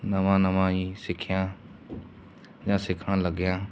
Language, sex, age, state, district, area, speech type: Punjabi, male, 30-45, Punjab, Muktsar, urban, spontaneous